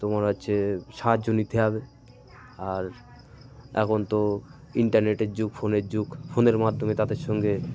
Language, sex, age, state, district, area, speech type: Bengali, male, 30-45, West Bengal, Cooch Behar, urban, spontaneous